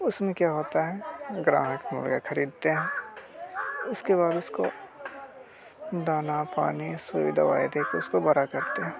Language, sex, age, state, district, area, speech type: Hindi, male, 18-30, Bihar, Muzaffarpur, rural, spontaneous